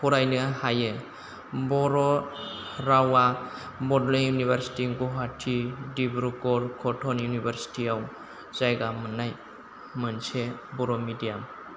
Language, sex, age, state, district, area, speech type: Bodo, male, 30-45, Assam, Chirang, rural, spontaneous